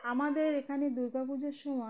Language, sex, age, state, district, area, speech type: Bengali, female, 30-45, West Bengal, Uttar Dinajpur, urban, spontaneous